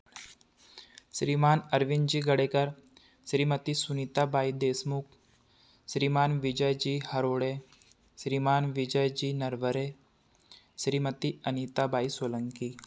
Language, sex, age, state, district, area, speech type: Hindi, male, 30-45, Madhya Pradesh, Betul, urban, spontaneous